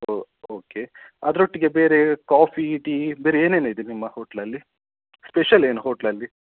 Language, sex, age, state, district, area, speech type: Kannada, male, 18-30, Karnataka, Udupi, rural, conversation